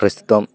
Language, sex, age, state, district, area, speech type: Telugu, male, 18-30, Andhra Pradesh, Bapatla, rural, spontaneous